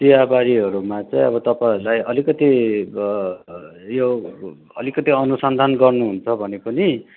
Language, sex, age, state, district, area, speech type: Nepali, male, 30-45, West Bengal, Darjeeling, rural, conversation